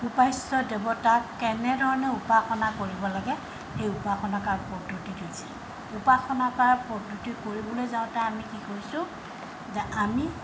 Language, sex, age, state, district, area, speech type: Assamese, female, 60+, Assam, Tinsukia, rural, spontaneous